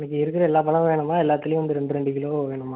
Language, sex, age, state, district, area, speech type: Tamil, male, 18-30, Tamil Nadu, Nagapattinam, rural, conversation